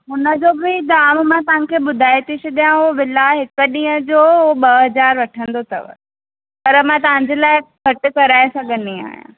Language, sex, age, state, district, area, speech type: Sindhi, female, 18-30, Maharashtra, Thane, urban, conversation